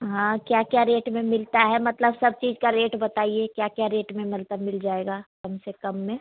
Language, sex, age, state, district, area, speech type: Hindi, female, 30-45, Bihar, Begusarai, rural, conversation